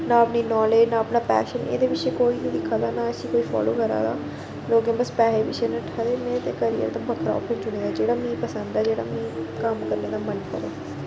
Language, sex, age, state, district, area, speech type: Dogri, female, 30-45, Jammu and Kashmir, Reasi, urban, spontaneous